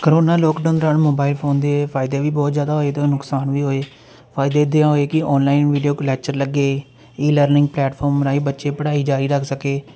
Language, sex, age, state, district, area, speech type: Punjabi, male, 30-45, Punjab, Jalandhar, urban, spontaneous